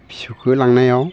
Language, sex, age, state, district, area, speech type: Bodo, male, 60+, Assam, Baksa, urban, spontaneous